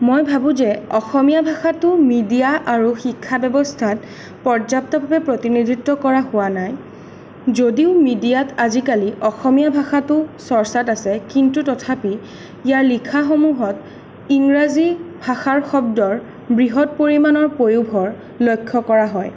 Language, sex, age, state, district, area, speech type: Assamese, female, 18-30, Assam, Sonitpur, urban, spontaneous